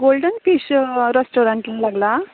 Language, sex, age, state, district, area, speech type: Goan Konkani, female, 30-45, Goa, Canacona, rural, conversation